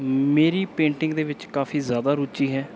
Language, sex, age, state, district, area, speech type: Punjabi, male, 18-30, Punjab, Bathinda, urban, spontaneous